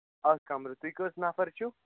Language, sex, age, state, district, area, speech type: Kashmiri, male, 45-60, Jammu and Kashmir, Srinagar, urban, conversation